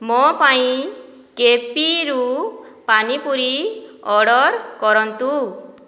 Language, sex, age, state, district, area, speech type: Odia, female, 45-60, Odisha, Boudh, rural, read